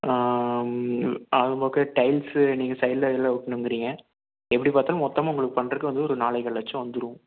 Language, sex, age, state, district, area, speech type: Tamil, male, 18-30, Tamil Nadu, Erode, rural, conversation